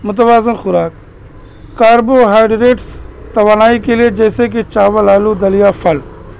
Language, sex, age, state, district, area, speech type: Urdu, male, 30-45, Uttar Pradesh, Balrampur, rural, spontaneous